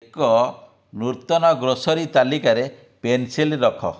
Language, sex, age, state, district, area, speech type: Odia, male, 45-60, Odisha, Dhenkanal, rural, read